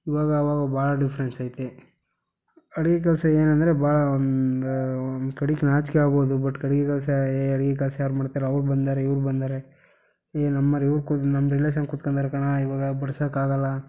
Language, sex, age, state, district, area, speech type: Kannada, male, 18-30, Karnataka, Chitradurga, rural, spontaneous